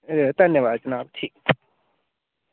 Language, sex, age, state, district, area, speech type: Dogri, male, 18-30, Jammu and Kashmir, Udhampur, rural, conversation